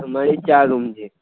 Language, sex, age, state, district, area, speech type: Gujarati, male, 30-45, Gujarat, Aravalli, urban, conversation